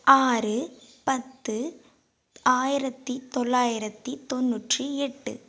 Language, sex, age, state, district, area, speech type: Tamil, female, 18-30, Tamil Nadu, Nagapattinam, rural, spontaneous